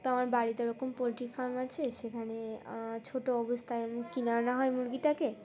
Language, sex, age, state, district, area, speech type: Bengali, female, 18-30, West Bengal, Uttar Dinajpur, urban, spontaneous